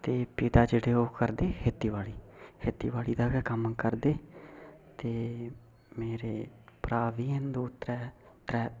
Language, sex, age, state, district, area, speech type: Dogri, male, 18-30, Jammu and Kashmir, Udhampur, rural, spontaneous